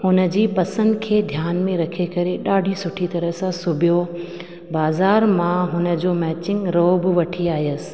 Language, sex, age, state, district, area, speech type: Sindhi, female, 30-45, Rajasthan, Ajmer, urban, spontaneous